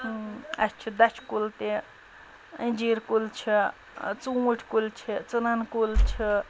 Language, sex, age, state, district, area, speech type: Kashmiri, female, 45-60, Jammu and Kashmir, Ganderbal, rural, spontaneous